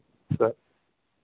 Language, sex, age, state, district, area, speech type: Telugu, male, 18-30, Telangana, Vikarabad, rural, conversation